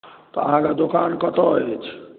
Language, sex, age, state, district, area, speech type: Maithili, male, 45-60, Bihar, Madhubani, rural, conversation